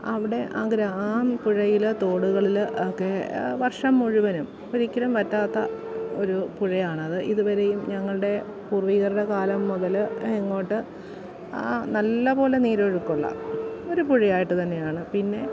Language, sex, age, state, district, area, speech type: Malayalam, female, 30-45, Kerala, Alappuzha, rural, spontaneous